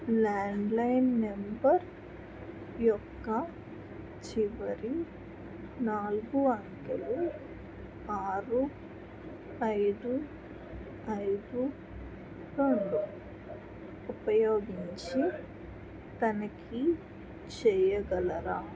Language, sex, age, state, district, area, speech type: Telugu, female, 18-30, Andhra Pradesh, Krishna, rural, read